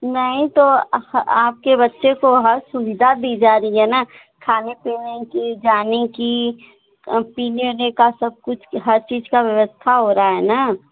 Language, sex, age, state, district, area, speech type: Hindi, female, 18-30, Uttar Pradesh, Azamgarh, urban, conversation